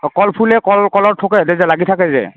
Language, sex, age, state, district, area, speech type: Assamese, male, 45-60, Assam, Darrang, rural, conversation